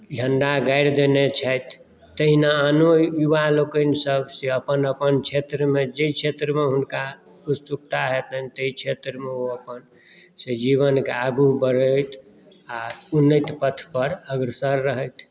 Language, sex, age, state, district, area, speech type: Maithili, male, 45-60, Bihar, Madhubani, rural, spontaneous